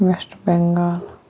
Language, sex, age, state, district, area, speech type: Kashmiri, male, 18-30, Jammu and Kashmir, Shopian, rural, spontaneous